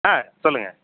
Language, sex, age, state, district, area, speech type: Tamil, male, 45-60, Tamil Nadu, Thanjavur, rural, conversation